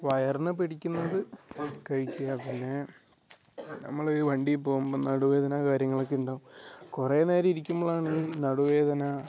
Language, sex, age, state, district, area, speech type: Malayalam, male, 18-30, Kerala, Wayanad, rural, spontaneous